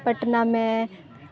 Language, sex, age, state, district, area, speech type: Urdu, female, 18-30, Bihar, Supaul, rural, spontaneous